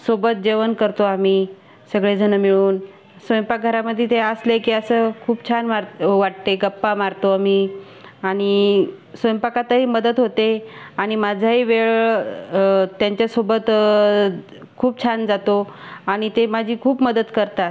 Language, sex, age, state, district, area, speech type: Marathi, female, 45-60, Maharashtra, Buldhana, rural, spontaneous